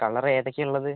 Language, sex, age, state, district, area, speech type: Malayalam, male, 18-30, Kerala, Wayanad, rural, conversation